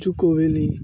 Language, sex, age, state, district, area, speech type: Bodo, male, 18-30, Assam, Udalguri, urban, spontaneous